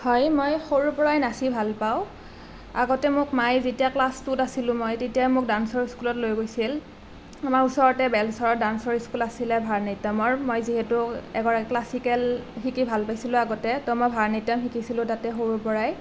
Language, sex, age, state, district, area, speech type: Assamese, female, 18-30, Assam, Nalbari, rural, spontaneous